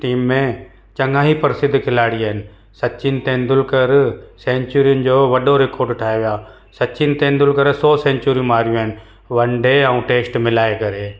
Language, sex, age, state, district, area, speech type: Sindhi, male, 45-60, Gujarat, Surat, urban, spontaneous